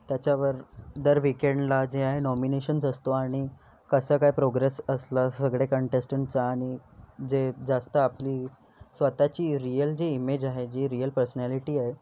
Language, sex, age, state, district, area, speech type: Marathi, male, 18-30, Maharashtra, Nagpur, urban, spontaneous